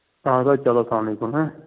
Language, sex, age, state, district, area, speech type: Kashmiri, male, 30-45, Jammu and Kashmir, Pulwama, rural, conversation